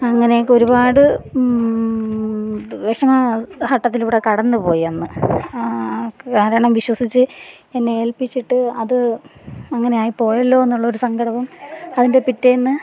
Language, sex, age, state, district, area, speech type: Malayalam, female, 30-45, Kerala, Thiruvananthapuram, rural, spontaneous